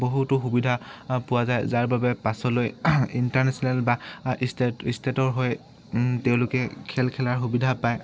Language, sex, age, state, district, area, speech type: Assamese, male, 18-30, Assam, Tinsukia, urban, spontaneous